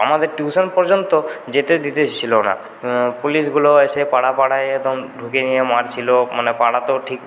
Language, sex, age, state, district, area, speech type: Bengali, male, 30-45, West Bengal, Purulia, rural, spontaneous